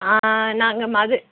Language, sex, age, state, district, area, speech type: Tamil, female, 30-45, Tamil Nadu, Madurai, urban, conversation